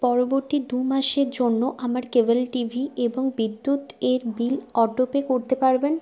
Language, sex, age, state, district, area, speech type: Bengali, female, 18-30, West Bengal, Bankura, urban, read